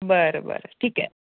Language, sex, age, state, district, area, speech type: Marathi, female, 18-30, Maharashtra, Osmanabad, rural, conversation